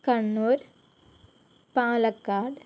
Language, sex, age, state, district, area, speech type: Malayalam, female, 30-45, Kerala, Palakkad, rural, spontaneous